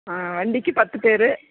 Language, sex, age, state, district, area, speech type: Tamil, female, 60+, Tamil Nadu, Nilgiris, rural, conversation